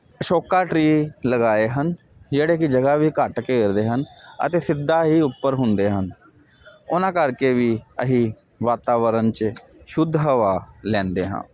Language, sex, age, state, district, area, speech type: Punjabi, male, 30-45, Punjab, Jalandhar, urban, spontaneous